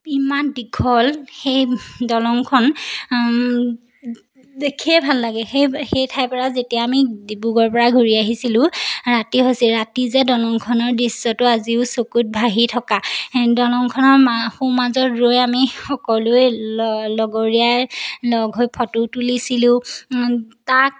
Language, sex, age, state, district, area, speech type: Assamese, female, 18-30, Assam, Majuli, urban, spontaneous